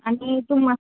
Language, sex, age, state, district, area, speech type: Goan Konkani, female, 18-30, Goa, Quepem, rural, conversation